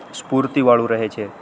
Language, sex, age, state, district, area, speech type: Gujarati, male, 18-30, Gujarat, Ahmedabad, urban, spontaneous